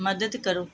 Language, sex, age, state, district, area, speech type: Punjabi, female, 45-60, Punjab, Gurdaspur, urban, read